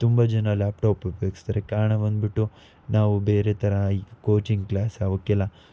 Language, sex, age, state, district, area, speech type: Kannada, male, 18-30, Karnataka, Davanagere, rural, spontaneous